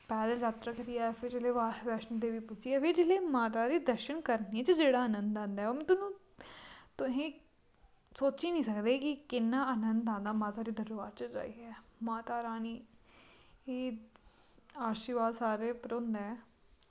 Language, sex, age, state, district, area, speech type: Dogri, female, 30-45, Jammu and Kashmir, Kathua, rural, spontaneous